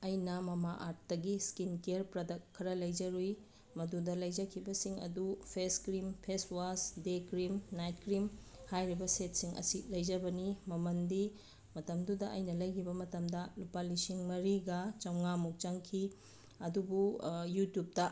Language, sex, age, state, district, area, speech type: Manipuri, female, 30-45, Manipur, Bishnupur, rural, spontaneous